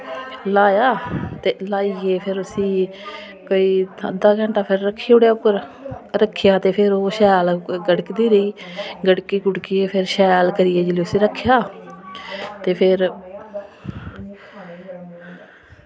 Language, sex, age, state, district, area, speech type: Dogri, female, 30-45, Jammu and Kashmir, Samba, urban, spontaneous